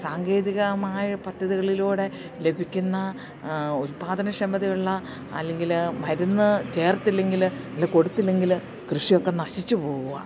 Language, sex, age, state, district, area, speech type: Malayalam, female, 45-60, Kerala, Idukki, rural, spontaneous